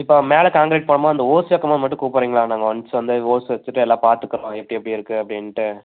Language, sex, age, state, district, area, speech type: Tamil, male, 18-30, Tamil Nadu, Erode, rural, conversation